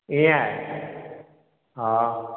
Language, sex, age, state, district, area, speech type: Sindhi, male, 60+, Gujarat, Junagadh, rural, conversation